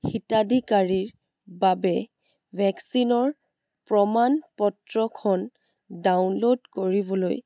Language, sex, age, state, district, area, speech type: Assamese, female, 18-30, Assam, Charaideo, urban, read